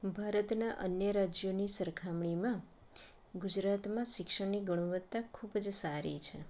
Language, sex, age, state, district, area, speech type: Gujarati, female, 30-45, Gujarat, Anand, urban, spontaneous